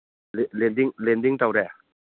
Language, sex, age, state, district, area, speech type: Manipuri, male, 60+, Manipur, Churachandpur, rural, conversation